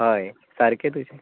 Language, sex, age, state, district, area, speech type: Goan Konkani, male, 18-30, Goa, Tiswadi, rural, conversation